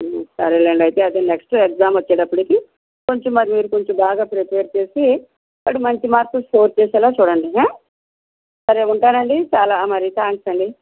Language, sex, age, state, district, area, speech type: Telugu, female, 60+, Andhra Pradesh, West Godavari, rural, conversation